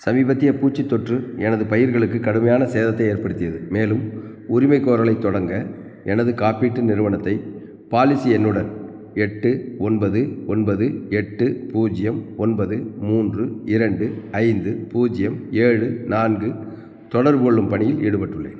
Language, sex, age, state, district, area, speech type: Tamil, male, 60+, Tamil Nadu, Theni, rural, read